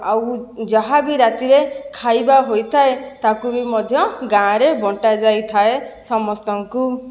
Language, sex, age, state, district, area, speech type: Odia, female, 18-30, Odisha, Jajpur, rural, spontaneous